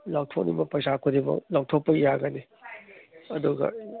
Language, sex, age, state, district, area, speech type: Manipuri, male, 30-45, Manipur, Kangpokpi, urban, conversation